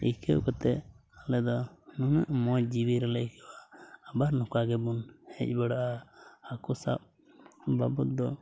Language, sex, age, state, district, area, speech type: Santali, male, 18-30, Jharkhand, Pakur, rural, spontaneous